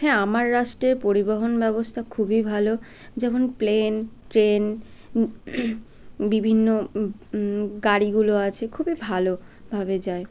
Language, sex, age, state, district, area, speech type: Bengali, female, 18-30, West Bengal, Birbhum, urban, spontaneous